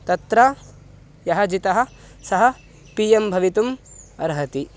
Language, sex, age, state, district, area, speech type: Sanskrit, male, 18-30, Karnataka, Mysore, rural, spontaneous